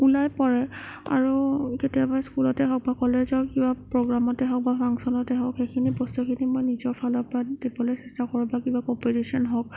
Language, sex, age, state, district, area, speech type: Assamese, female, 18-30, Assam, Sonitpur, rural, spontaneous